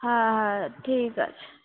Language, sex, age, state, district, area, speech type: Bengali, female, 30-45, West Bengal, Kolkata, urban, conversation